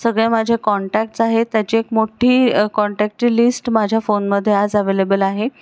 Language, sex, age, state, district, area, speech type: Marathi, female, 45-60, Maharashtra, Pune, urban, spontaneous